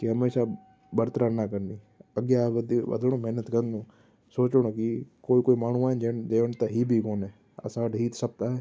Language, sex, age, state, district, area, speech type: Sindhi, male, 18-30, Gujarat, Kutch, urban, spontaneous